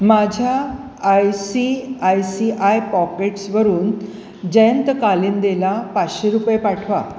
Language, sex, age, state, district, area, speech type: Marathi, female, 60+, Maharashtra, Mumbai Suburban, urban, read